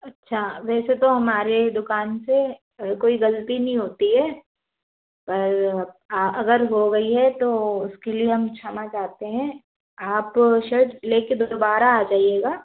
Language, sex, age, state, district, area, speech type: Hindi, female, 45-60, Madhya Pradesh, Bhopal, urban, conversation